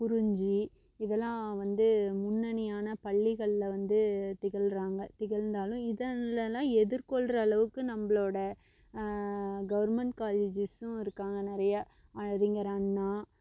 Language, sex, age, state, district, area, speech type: Tamil, female, 30-45, Tamil Nadu, Namakkal, rural, spontaneous